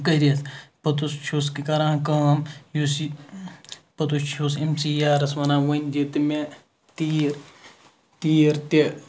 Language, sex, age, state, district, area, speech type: Kashmiri, male, 18-30, Jammu and Kashmir, Ganderbal, rural, spontaneous